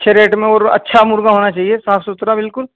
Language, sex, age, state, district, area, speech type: Urdu, male, 45-60, Uttar Pradesh, Muzaffarnagar, rural, conversation